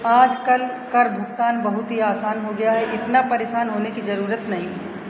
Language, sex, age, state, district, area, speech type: Hindi, female, 60+, Uttar Pradesh, Azamgarh, rural, read